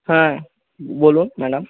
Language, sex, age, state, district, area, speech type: Bengali, male, 18-30, West Bengal, Jhargram, rural, conversation